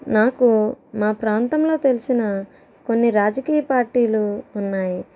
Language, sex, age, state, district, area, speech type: Telugu, female, 30-45, Andhra Pradesh, East Godavari, rural, spontaneous